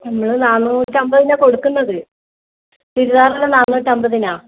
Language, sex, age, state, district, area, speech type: Malayalam, male, 45-60, Kerala, Wayanad, rural, conversation